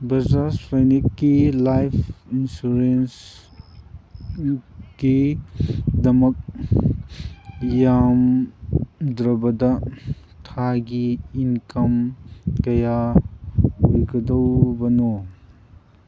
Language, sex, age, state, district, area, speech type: Manipuri, male, 30-45, Manipur, Kangpokpi, urban, read